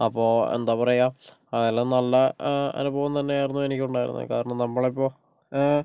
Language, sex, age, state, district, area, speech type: Malayalam, male, 18-30, Kerala, Kozhikode, urban, spontaneous